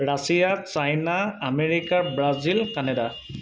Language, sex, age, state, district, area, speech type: Assamese, male, 18-30, Assam, Sivasagar, rural, spontaneous